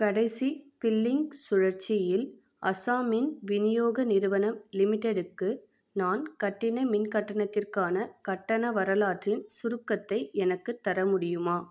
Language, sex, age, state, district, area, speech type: Tamil, female, 18-30, Tamil Nadu, Vellore, urban, read